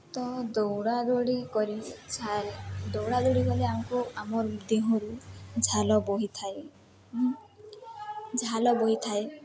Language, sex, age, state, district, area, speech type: Odia, female, 18-30, Odisha, Subarnapur, urban, spontaneous